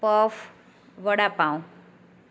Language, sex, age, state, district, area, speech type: Gujarati, female, 30-45, Gujarat, Kheda, rural, spontaneous